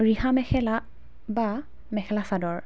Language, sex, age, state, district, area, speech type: Assamese, female, 18-30, Assam, Dibrugarh, rural, spontaneous